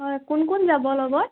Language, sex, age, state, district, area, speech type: Assamese, female, 18-30, Assam, Lakhimpur, rural, conversation